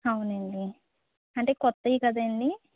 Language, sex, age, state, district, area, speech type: Telugu, female, 30-45, Andhra Pradesh, West Godavari, rural, conversation